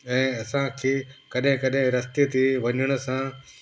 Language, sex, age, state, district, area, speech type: Sindhi, male, 18-30, Gujarat, Kutch, rural, spontaneous